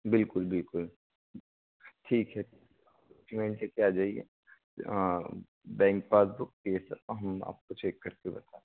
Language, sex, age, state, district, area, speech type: Hindi, male, 60+, Madhya Pradesh, Bhopal, urban, conversation